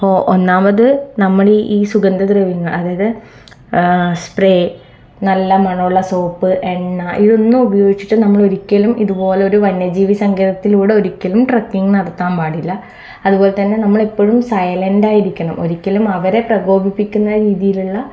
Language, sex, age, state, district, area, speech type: Malayalam, female, 18-30, Kerala, Kannur, rural, spontaneous